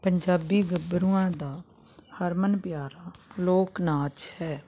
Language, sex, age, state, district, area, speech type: Punjabi, female, 45-60, Punjab, Jalandhar, rural, spontaneous